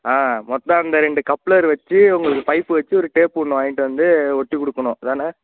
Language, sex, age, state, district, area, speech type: Tamil, male, 18-30, Tamil Nadu, Nagapattinam, rural, conversation